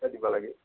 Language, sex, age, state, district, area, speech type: Assamese, male, 60+, Assam, Darrang, rural, conversation